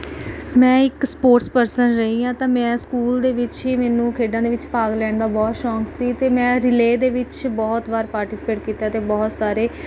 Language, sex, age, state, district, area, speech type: Punjabi, female, 18-30, Punjab, Rupnagar, rural, spontaneous